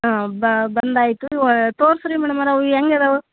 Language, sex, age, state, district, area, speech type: Kannada, female, 45-60, Karnataka, Koppal, rural, conversation